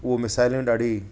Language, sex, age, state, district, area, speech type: Sindhi, male, 45-60, Delhi, South Delhi, urban, spontaneous